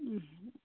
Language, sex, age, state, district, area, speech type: Bengali, female, 45-60, West Bengal, Cooch Behar, urban, conversation